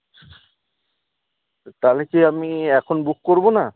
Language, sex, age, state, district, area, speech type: Bengali, male, 30-45, West Bengal, Kolkata, urban, conversation